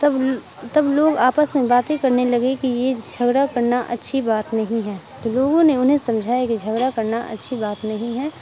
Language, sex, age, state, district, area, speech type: Urdu, female, 30-45, Bihar, Supaul, rural, spontaneous